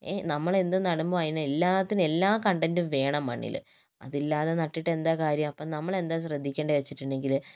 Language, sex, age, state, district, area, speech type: Malayalam, female, 30-45, Kerala, Kozhikode, rural, spontaneous